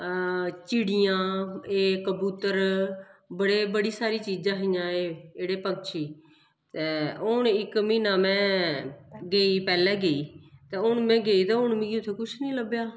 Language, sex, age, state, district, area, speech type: Dogri, female, 30-45, Jammu and Kashmir, Kathua, rural, spontaneous